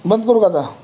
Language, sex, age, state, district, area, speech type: Marathi, male, 60+, Maharashtra, Osmanabad, rural, spontaneous